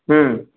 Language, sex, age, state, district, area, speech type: Bengali, male, 30-45, West Bengal, Purulia, urban, conversation